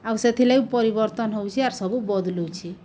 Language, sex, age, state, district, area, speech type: Odia, female, 45-60, Odisha, Bargarh, urban, spontaneous